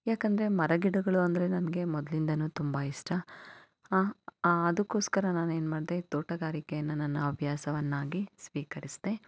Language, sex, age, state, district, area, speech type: Kannada, female, 30-45, Karnataka, Chikkaballapur, rural, spontaneous